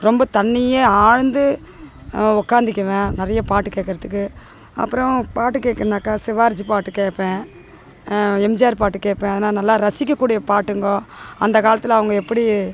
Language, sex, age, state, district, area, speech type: Tamil, female, 45-60, Tamil Nadu, Tiruvannamalai, rural, spontaneous